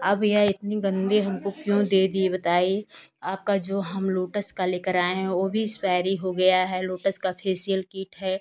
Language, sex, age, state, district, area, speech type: Hindi, female, 18-30, Uttar Pradesh, Ghazipur, urban, spontaneous